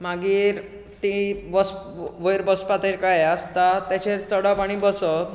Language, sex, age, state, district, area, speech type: Goan Konkani, male, 18-30, Goa, Bardez, rural, spontaneous